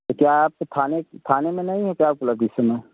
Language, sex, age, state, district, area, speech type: Hindi, male, 60+, Uttar Pradesh, Ayodhya, rural, conversation